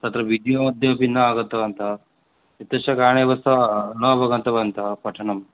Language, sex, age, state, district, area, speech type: Sanskrit, male, 18-30, West Bengal, Cooch Behar, rural, conversation